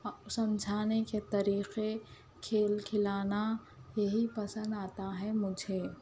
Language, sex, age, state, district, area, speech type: Urdu, female, 30-45, Telangana, Hyderabad, urban, spontaneous